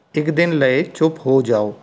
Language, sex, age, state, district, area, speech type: Punjabi, male, 45-60, Punjab, Rupnagar, rural, read